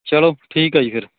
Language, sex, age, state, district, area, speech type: Punjabi, male, 30-45, Punjab, Bathinda, rural, conversation